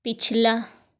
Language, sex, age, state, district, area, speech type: Urdu, female, 45-60, Uttar Pradesh, Lucknow, urban, read